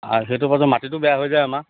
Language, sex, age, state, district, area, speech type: Assamese, male, 30-45, Assam, Dhemaji, rural, conversation